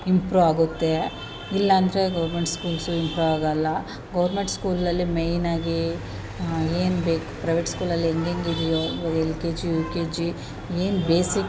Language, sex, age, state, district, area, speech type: Kannada, female, 30-45, Karnataka, Chamarajanagar, rural, spontaneous